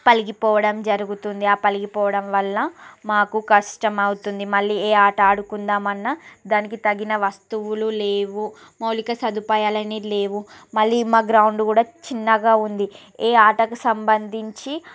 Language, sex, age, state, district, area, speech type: Telugu, female, 30-45, Andhra Pradesh, Srikakulam, urban, spontaneous